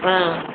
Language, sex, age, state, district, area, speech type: Tamil, female, 60+, Tamil Nadu, Virudhunagar, rural, conversation